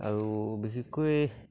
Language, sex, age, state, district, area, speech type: Assamese, male, 45-60, Assam, Sivasagar, rural, spontaneous